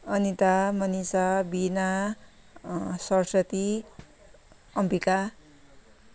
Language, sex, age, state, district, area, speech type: Nepali, female, 30-45, West Bengal, Kalimpong, rural, spontaneous